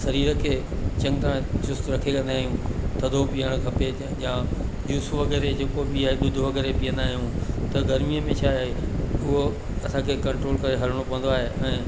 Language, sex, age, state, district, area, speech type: Sindhi, male, 60+, Madhya Pradesh, Katni, urban, spontaneous